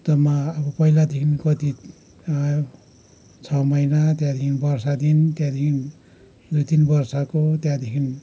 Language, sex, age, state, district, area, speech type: Nepali, male, 60+, West Bengal, Kalimpong, rural, spontaneous